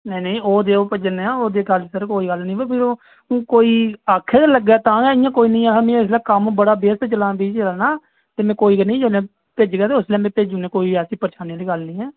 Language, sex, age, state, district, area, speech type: Dogri, male, 30-45, Jammu and Kashmir, Reasi, rural, conversation